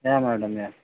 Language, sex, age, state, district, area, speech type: Marathi, male, 45-60, Maharashtra, Nagpur, urban, conversation